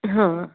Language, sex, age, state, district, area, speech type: Odia, female, 45-60, Odisha, Angul, rural, conversation